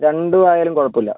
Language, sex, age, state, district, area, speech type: Malayalam, male, 45-60, Kerala, Wayanad, rural, conversation